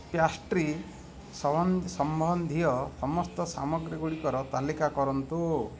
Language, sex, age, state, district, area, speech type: Odia, male, 45-60, Odisha, Ganjam, urban, read